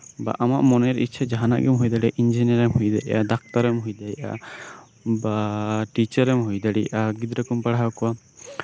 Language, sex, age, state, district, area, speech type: Santali, male, 18-30, West Bengal, Birbhum, rural, spontaneous